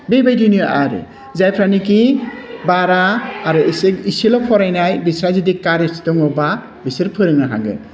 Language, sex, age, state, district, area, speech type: Bodo, male, 45-60, Assam, Udalguri, urban, spontaneous